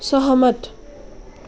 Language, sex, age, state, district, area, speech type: Nepali, female, 18-30, West Bengal, Kalimpong, rural, read